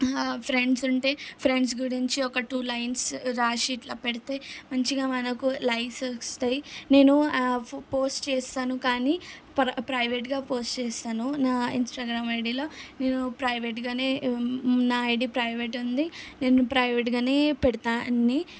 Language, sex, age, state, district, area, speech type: Telugu, female, 18-30, Telangana, Ranga Reddy, urban, spontaneous